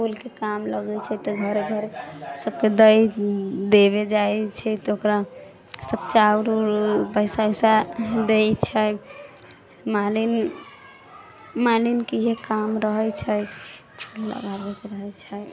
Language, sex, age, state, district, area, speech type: Maithili, female, 18-30, Bihar, Sitamarhi, rural, spontaneous